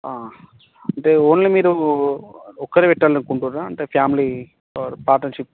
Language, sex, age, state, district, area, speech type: Telugu, male, 18-30, Telangana, Nirmal, rural, conversation